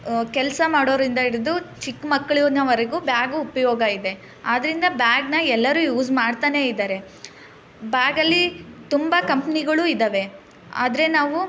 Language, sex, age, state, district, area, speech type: Kannada, female, 18-30, Karnataka, Chitradurga, rural, spontaneous